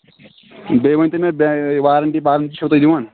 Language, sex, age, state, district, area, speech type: Kashmiri, male, 18-30, Jammu and Kashmir, Kulgam, rural, conversation